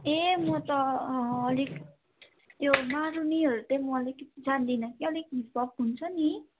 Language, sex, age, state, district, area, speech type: Nepali, female, 18-30, West Bengal, Darjeeling, rural, conversation